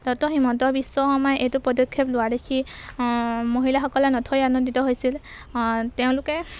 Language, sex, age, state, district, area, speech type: Assamese, female, 18-30, Assam, Golaghat, urban, spontaneous